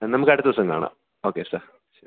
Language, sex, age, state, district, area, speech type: Malayalam, male, 18-30, Kerala, Idukki, rural, conversation